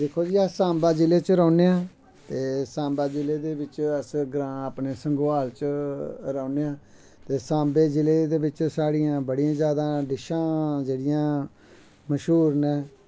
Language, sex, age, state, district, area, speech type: Dogri, male, 45-60, Jammu and Kashmir, Samba, rural, spontaneous